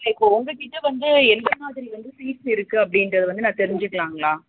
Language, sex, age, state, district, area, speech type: Tamil, female, 18-30, Tamil Nadu, Madurai, urban, conversation